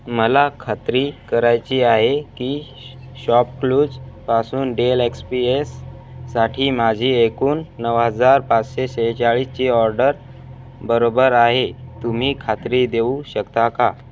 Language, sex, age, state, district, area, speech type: Marathi, male, 18-30, Maharashtra, Hingoli, urban, read